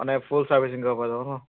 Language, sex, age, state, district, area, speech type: Assamese, male, 18-30, Assam, Dibrugarh, urban, conversation